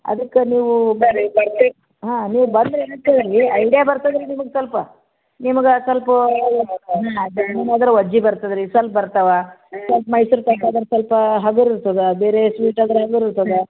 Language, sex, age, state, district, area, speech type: Kannada, female, 45-60, Karnataka, Gulbarga, urban, conversation